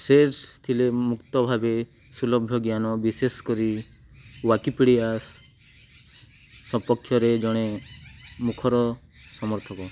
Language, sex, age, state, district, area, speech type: Odia, male, 18-30, Odisha, Nuapada, urban, read